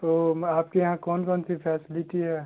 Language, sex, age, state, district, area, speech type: Hindi, male, 18-30, Bihar, Darbhanga, urban, conversation